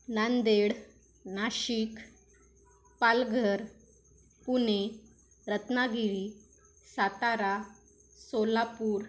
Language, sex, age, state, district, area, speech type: Marathi, female, 18-30, Maharashtra, Wardha, rural, spontaneous